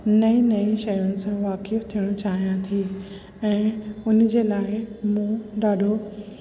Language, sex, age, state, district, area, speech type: Sindhi, female, 45-60, Uttar Pradesh, Lucknow, urban, spontaneous